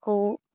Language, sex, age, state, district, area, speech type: Bodo, female, 45-60, Assam, Baksa, rural, spontaneous